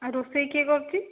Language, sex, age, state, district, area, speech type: Odia, female, 18-30, Odisha, Jajpur, rural, conversation